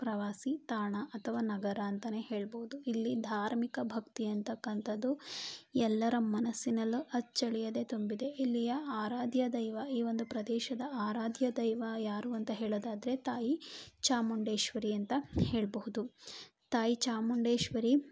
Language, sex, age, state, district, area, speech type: Kannada, female, 18-30, Karnataka, Mandya, rural, spontaneous